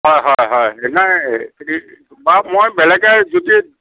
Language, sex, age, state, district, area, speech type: Assamese, male, 45-60, Assam, Kamrup Metropolitan, urban, conversation